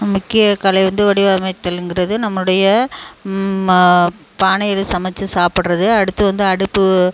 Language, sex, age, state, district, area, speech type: Tamil, female, 45-60, Tamil Nadu, Tiruchirappalli, rural, spontaneous